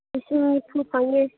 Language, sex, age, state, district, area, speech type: Manipuri, female, 18-30, Manipur, Senapati, rural, conversation